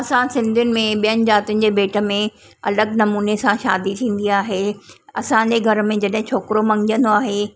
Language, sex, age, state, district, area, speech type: Sindhi, female, 45-60, Maharashtra, Thane, urban, spontaneous